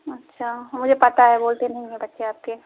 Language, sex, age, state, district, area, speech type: Hindi, female, 30-45, Uttar Pradesh, Jaunpur, rural, conversation